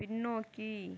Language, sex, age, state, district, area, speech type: Tamil, female, 60+, Tamil Nadu, Tiruvarur, urban, read